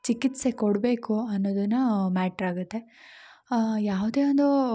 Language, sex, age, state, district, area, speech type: Kannada, female, 18-30, Karnataka, Chikkamagaluru, rural, spontaneous